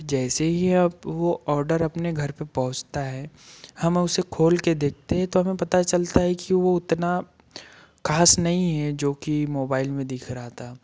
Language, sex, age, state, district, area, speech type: Hindi, male, 30-45, Madhya Pradesh, Betul, urban, spontaneous